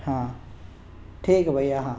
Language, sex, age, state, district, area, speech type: Hindi, male, 18-30, Madhya Pradesh, Bhopal, urban, spontaneous